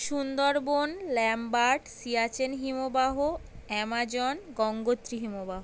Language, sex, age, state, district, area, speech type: Bengali, female, 18-30, West Bengal, North 24 Parganas, urban, spontaneous